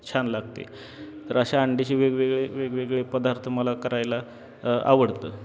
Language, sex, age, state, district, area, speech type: Marathi, male, 18-30, Maharashtra, Osmanabad, rural, spontaneous